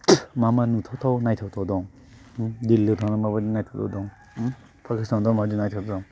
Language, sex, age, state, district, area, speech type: Bodo, male, 45-60, Assam, Chirang, urban, spontaneous